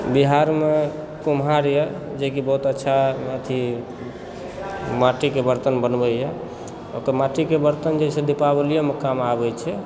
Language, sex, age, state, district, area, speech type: Maithili, male, 30-45, Bihar, Supaul, urban, spontaneous